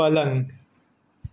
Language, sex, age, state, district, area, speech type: Gujarati, male, 30-45, Gujarat, Surat, urban, read